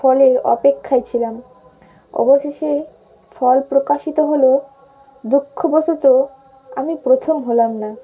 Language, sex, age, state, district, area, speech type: Bengali, female, 18-30, West Bengal, Malda, urban, spontaneous